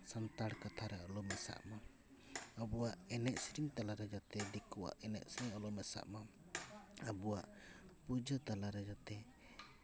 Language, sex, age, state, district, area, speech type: Santali, male, 30-45, West Bengal, Paschim Bardhaman, urban, spontaneous